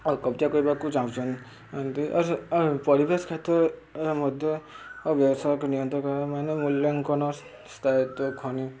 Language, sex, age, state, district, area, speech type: Odia, male, 18-30, Odisha, Subarnapur, urban, spontaneous